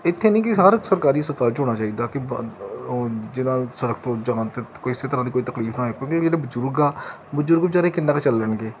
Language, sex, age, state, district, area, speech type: Punjabi, male, 30-45, Punjab, Gurdaspur, rural, spontaneous